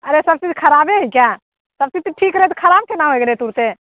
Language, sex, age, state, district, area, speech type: Maithili, female, 18-30, Bihar, Begusarai, rural, conversation